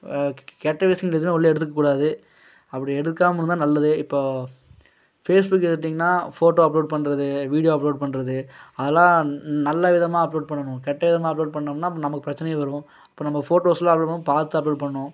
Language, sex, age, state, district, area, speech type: Tamil, male, 18-30, Tamil Nadu, Coimbatore, rural, spontaneous